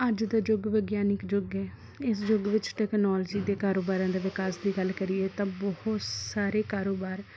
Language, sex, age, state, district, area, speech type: Punjabi, female, 18-30, Punjab, Shaheed Bhagat Singh Nagar, rural, spontaneous